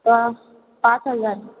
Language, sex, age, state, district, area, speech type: Marathi, female, 18-30, Maharashtra, Ahmednagar, urban, conversation